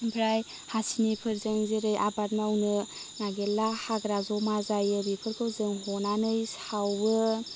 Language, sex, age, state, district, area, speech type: Bodo, female, 30-45, Assam, Chirang, rural, spontaneous